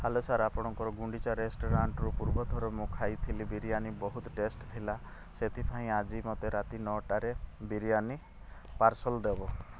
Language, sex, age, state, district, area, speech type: Odia, male, 30-45, Odisha, Rayagada, rural, spontaneous